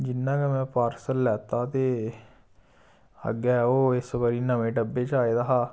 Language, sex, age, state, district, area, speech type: Dogri, male, 18-30, Jammu and Kashmir, Samba, rural, spontaneous